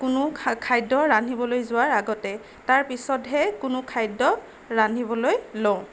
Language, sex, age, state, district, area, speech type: Assamese, female, 60+, Assam, Nagaon, rural, spontaneous